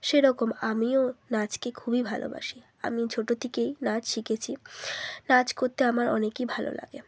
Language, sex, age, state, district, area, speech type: Bengali, female, 30-45, West Bengal, Bankura, urban, spontaneous